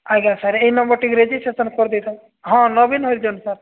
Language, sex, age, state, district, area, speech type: Odia, male, 45-60, Odisha, Nabarangpur, rural, conversation